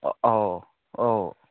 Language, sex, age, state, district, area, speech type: Manipuri, male, 18-30, Manipur, Kangpokpi, urban, conversation